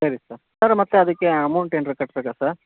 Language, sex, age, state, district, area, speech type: Kannada, male, 30-45, Karnataka, Shimoga, urban, conversation